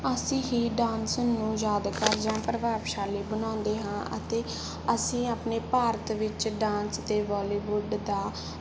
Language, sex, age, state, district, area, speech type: Punjabi, female, 18-30, Punjab, Barnala, rural, spontaneous